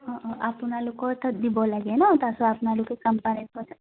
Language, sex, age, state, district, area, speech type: Assamese, female, 18-30, Assam, Udalguri, urban, conversation